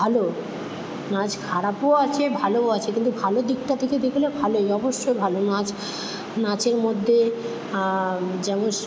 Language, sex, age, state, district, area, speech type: Bengali, female, 30-45, West Bengal, Purba Bardhaman, urban, spontaneous